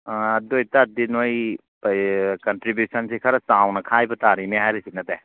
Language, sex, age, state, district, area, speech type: Manipuri, male, 30-45, Manipur, Churachandpur, rural, conversation